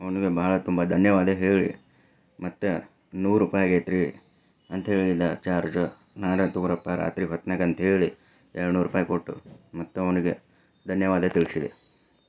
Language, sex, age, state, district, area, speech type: Kannada, male, 30-45, Karnataka, Chikkaballapur, urban, spontaneous